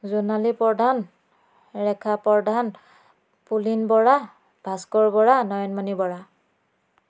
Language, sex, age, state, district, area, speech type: Assamese, female, 30-45, Assam, Biswanath, rural, spontaneous